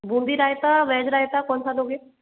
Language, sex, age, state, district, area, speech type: Hindi, female, 30-45, Rajasthan, Jaipur, urban, conversation